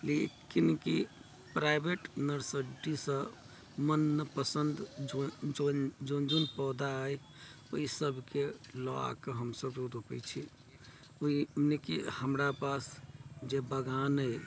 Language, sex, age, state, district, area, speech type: Maithili, male, 60+, Bihar, Sitamarhi, rural, spontaneous